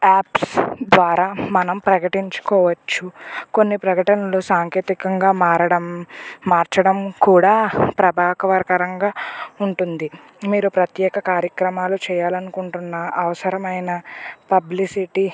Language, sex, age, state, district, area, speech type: Telugu, female, 30-45, Andhra Pradesh, Eluru, rural, spontaneous